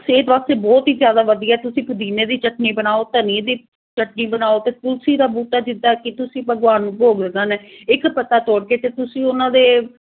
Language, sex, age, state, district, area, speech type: Punjabi, female, 45-60, Punjab, Amritsar, urban, conversation